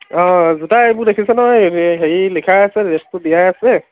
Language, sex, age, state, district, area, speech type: Assamese, male, 30-45, Assam, Dhemaji, rural, conversation